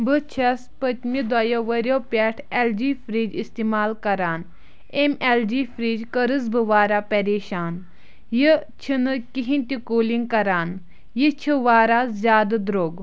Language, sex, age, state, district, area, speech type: Kashmiri, female, 30-45, Jammu and Kashmir, Kulgam, rural, spontaneous